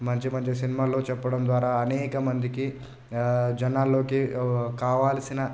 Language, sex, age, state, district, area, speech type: Telugu, male, 30-45, Telangana, Hyderabad, rural, spontaneous